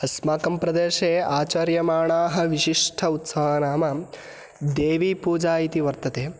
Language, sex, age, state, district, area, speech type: Sanskrit, male, 18-30, Karnataka, Hassan, rural, spontaneous